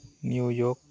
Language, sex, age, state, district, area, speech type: Santali, male, 18-30, West Bengal, Birbhum, rural, spontaneous